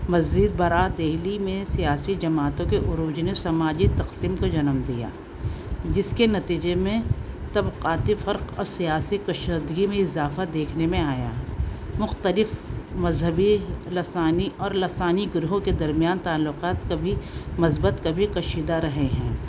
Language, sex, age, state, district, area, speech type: Urdu, female, 60+, Delhi, Central Delhi, urban, spontaneous